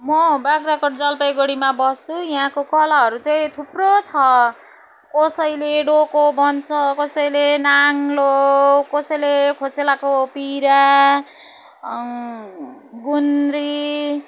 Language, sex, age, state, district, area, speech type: Nepali, female, 45-60, West Bengal, Jalpaiguri, urban, spontaneous